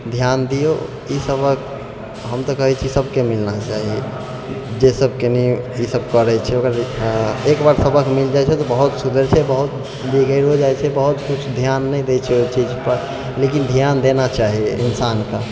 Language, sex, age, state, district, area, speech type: Maithili, male, 60+, Bihar, Purnia, urban, spontaneous